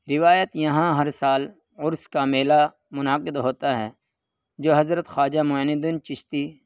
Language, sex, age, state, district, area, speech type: Urdu, male, 18-30, Uttar Pradesh, Saharanpur, urban, spontaneous